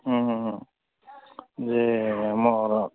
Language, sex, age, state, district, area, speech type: Odia, male, 45-60, Odisha, Nuapada, urban, conversation